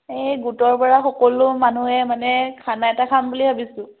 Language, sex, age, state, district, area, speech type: Assamese, female, 18-30, Assam, Dhemaji, rural, conversation